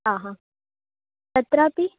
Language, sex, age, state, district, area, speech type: Sanskrit, female, 18-30, Karnataka, Hassan, rural, conversation